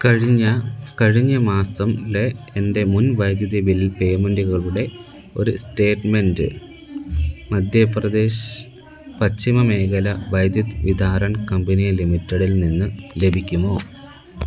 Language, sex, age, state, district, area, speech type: Malayalam, male, 18-30, Kerala, Kollam, rural, read